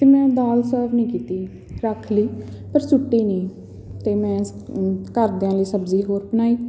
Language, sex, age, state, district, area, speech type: Punjabi, female, 18-30, Punjab, Patiala, rural, spontaneous